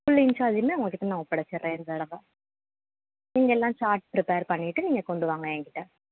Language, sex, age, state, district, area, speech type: Tamil, female, 18-30, Tamil Nadu, Tiruvallur, urban, conversation